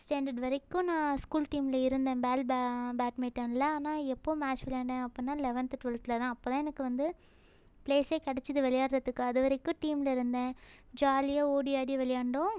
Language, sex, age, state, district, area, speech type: Tamil, female, 18-30, Tamil Nadu, Ariyalur, rural, spontaneous